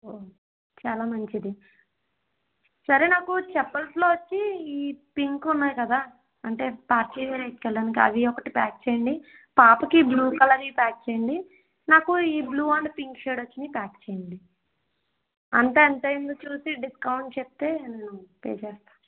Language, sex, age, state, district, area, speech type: Telugu, female, 45-60, Andhra Pradesh, East Godavari, rural, conversation